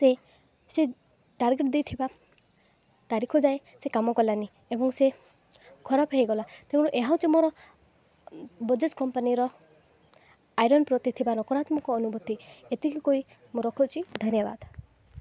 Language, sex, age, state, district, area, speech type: Odia, female, 18-30, Odisha, Nabarangpur, urban, spontaneous